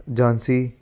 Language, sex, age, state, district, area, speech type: Punjabi, male, 18-30, Punjab, Ludhiana, urban, spontaneous